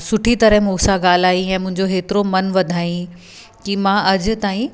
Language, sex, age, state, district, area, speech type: Sindhi, female, 30-45, Uttar Pradesh, Lucknow, urban, spontaneous